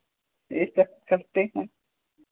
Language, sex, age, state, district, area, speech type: Hindi, female, 60+, Uttar Pradesh, Hardoi, rural, conversation